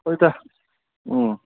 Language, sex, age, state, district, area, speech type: Manipuri, male, 45-60, Manipur, Ukhrul, rural, conversation